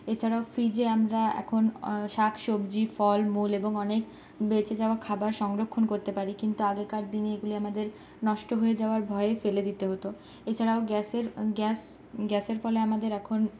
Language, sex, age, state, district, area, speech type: Bengali, female, 30-45, West Bengal, Purulia, rural, spontaneous